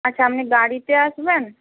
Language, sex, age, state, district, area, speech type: Bengali, female, 45-60, West Bengal, Purba Medinipur, rural, conversation